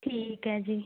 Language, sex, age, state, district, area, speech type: Punjabi, female, 18-30, Punjab, Amritsar, urban, conversation